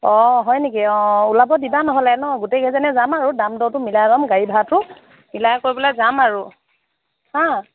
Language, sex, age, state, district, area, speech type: Assamese, female, 30-45, Assam, Morigaon, rural, conversation